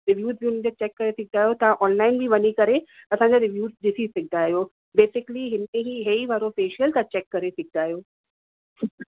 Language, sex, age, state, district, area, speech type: Sindhi, female, 30-45, Uttar Pradesh, Lucknow, urban, conversation